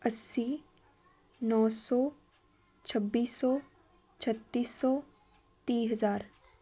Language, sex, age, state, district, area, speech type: Punjabi, female, 18-30, Punjab, Shaheed Bhagat Singh Nagar, rural, spontaneous